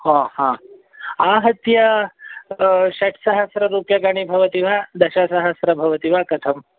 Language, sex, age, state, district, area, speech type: Sanskrit, male, 30-45, Karnataka, Shimoga, urban, conversation